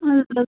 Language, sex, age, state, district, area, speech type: Kashmiri, female, 30-45, Jammu and Kashmir, Bandipora, rural, conversation